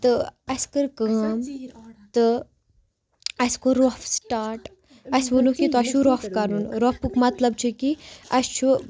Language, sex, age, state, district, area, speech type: Kashmiri, female, 18-30, Jammu and Kashmir, Baramulla, rural, spontaneous